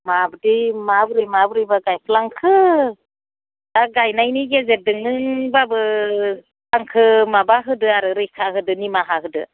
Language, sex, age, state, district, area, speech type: Bodo, female, 45-60, Assam, Udalguri, rural, conversation